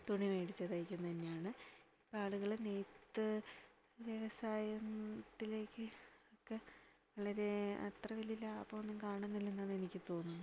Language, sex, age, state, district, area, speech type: Malayalam, female, 30-45, Kerala, Wayanad, rural, spontaneous